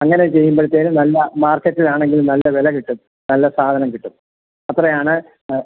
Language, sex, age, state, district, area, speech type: Malayalam, male, 60+, Kerala, Kottayam, rural, conversation